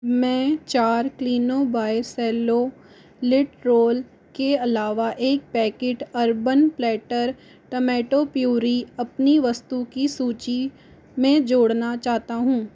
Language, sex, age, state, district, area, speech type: Hindi, female, 45-60, Rajasthan, Jaipur, urban, read